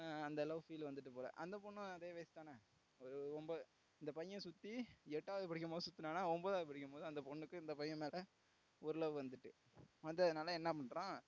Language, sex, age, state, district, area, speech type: Tamil, male, 18-30, Tamil Nadu, Tiruvarur, urban, spontaneous